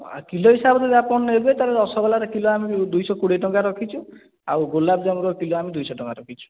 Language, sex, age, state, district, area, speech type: Odia, male, 18-30, Odisha, Jajpur, rural, conversation